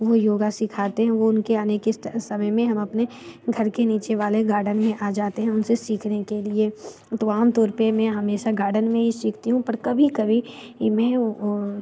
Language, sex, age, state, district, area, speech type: Hindi, female, 18-30, Bihar, Muzaffarpur, rural, spontaneous